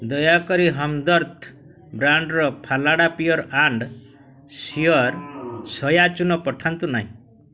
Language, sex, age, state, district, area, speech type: Odia, male, 45-60, Odisha, Mayurbhanj, rural, read